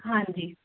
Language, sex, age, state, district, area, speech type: Punjabi, female, 18-30, Punjab, Muktsar, urban, conversation